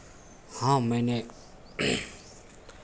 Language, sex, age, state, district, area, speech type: Hindi, male, 45-60, Bihar, Begusarai, urban, spontaneous